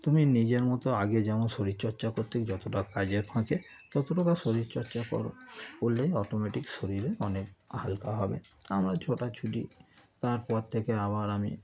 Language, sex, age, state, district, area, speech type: Bengali, male, 30-45, West Bengal, Darjeeling, rural, spontaneous